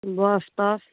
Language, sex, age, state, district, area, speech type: Maithili, female, 45-60, Bihar, Araria, rural, conversation